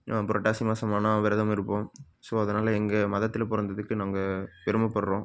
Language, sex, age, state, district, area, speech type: Tamil, male, 18-30, Tamil Nadu, Namakkal, rural, spontaneous